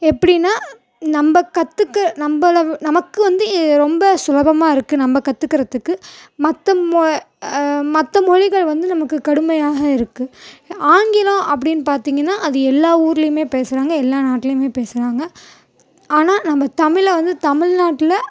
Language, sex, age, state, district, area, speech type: Tamil, female, 18-30, Tamil Nadu, Tiruchirappalli, rural, spontaneous